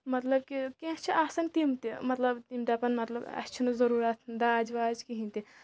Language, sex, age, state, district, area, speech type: Kashmiri, female, 30-45, Jammu and Kashmir, Kulgam, rural, spontaneous